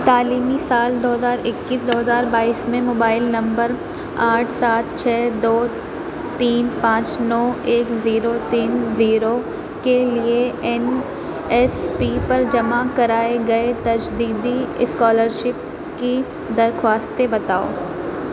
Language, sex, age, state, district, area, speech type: Urdu, female, 30-45, Uttar Pradesh, Aligarh, rural, read